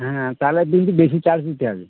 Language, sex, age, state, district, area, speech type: Bengali, male, 30-45, West Bengal, Birbhum, urban, conversation